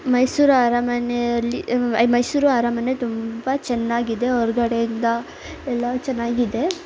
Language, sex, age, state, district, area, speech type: Kannada, female, 18-30, Karnataka, Mysore, urban, spontaneous